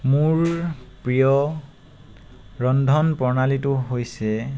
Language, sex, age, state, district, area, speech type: Assamese, male, 18-30, Assam, Tinsukia, urban, spontaneous